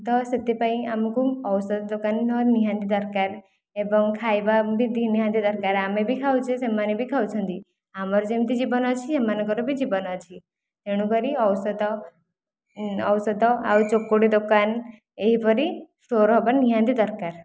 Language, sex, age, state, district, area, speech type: Odia, female, 18-30, Odisha, Khordha, rural, spontaneous